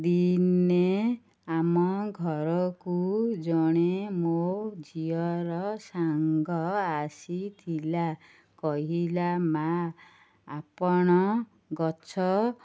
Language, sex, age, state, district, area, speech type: Odia, female, 30-45, Odisha, Ganjam, urban, spontaneous